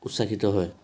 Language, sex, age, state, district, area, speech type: Assamese, male, 18-30, Assam, Tinsukia, urban, spontaneous